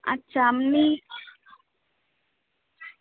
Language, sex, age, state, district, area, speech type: Bengali, female, 18-30, West Bengal, Howrah, urban, conversation